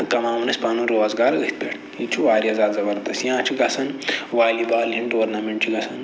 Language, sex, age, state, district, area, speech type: Kashmiri, male, 45-60, Jammu and Kashmir, Budgam, rural, spontaneous